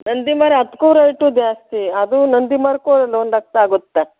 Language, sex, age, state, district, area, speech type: Kannada, female, 60+, Karnataka, Mandya, rural, conversation